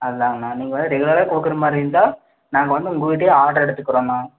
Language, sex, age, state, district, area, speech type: Tamil, male, 18-30, Tamil Nadu, Erode, rural, conversation